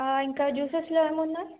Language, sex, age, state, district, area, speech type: Telugu, female, 18-30, Telangana, Jangaon, urban, conversation